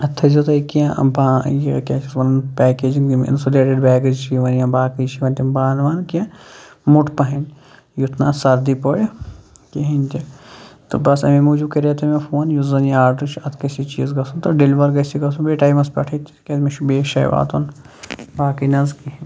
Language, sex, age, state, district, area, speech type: Kashmiri, male, 30-45, Jammu and Kashmir, Shopian, rural, spontaneous